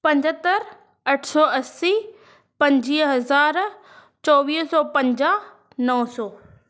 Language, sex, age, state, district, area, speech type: Sindhi, female, 30-45, Maharashtra, Thane, urban, spontaneous